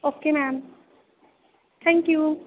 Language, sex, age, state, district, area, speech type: Dogri, female, 18-30, Jammu and Kashmir, Kathua, rural, conversation